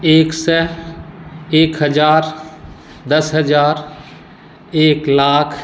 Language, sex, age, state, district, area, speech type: Maithili, male, 45-60, Bihar, Madhubani, rural, spontaneous